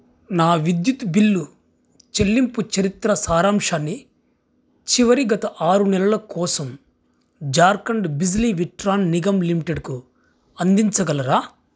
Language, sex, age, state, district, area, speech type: Telugu, male, 30-45, Andhra Pradesh, Krishna, urban, read